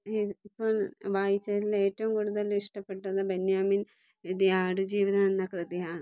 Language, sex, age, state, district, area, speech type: Malayalam, female, 30-45, Kerala, Thiruvananthapuram, rural, spontaneous